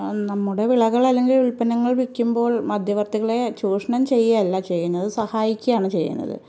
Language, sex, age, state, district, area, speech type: Malayalam, female, 45-60, Kerala, Ernakulam, rural, spontaneous